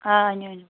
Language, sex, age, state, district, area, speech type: Kashmiri, female, 18-30, Jammu and Kashmir, Budgam, rural, conversation